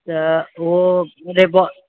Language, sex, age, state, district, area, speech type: Sindhi, female, 60+, Uttar Pradesh, Lucknow, rural, conversation